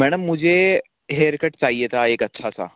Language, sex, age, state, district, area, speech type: Hindi, male, 45-60, Rajasthan, Jaipur, urban, conversation